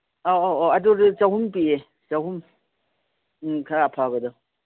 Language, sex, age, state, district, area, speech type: Manipuri, female, 60+, Manipur, Imphal East, rural, conversation